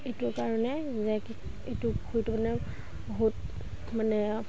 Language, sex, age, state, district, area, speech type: Assamese, female, 18-30, Assam, Udalguri, rural, spontaneous